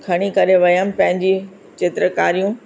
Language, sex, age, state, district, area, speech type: Sindhi, female, 60+, Uttar Pradesh, Lucknow, rural, spontaneous